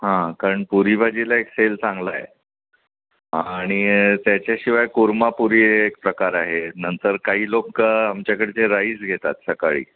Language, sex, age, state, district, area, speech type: Marathi, male, 60+, Maharashtra, Kolhapur, urban, conversation